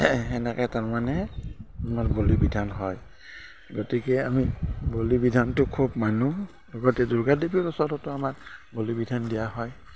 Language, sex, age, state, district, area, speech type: Assamese, male, 45-60, Assam, Barpeta, rural, spontaneous